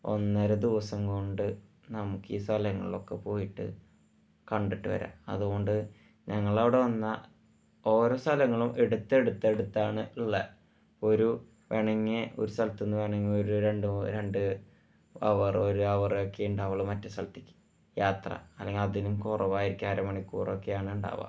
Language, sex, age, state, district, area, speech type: Malayalam, male, 18-30, Kerala, Thrissur, rural, spontaneous